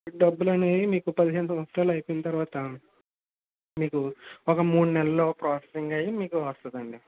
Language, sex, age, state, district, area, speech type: Telugu, male, 30-45, Andhra Pradesh, Kakinada, rural, conversation